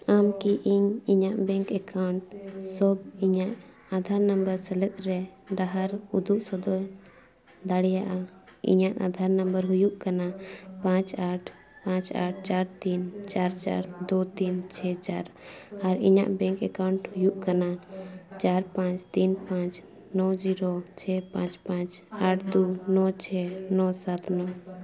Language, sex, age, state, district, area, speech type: Santali, female, 18-30, Jharkhand, Bokaro, rural, read